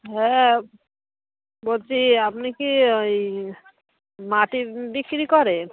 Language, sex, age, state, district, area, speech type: Bengali, female, 30-45, West Bengal, Dakshin Dinajpur, urban, conversation